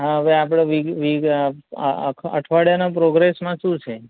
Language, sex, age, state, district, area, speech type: Gujarati, male, 30-45, Gujarat, Anand, rural, conversation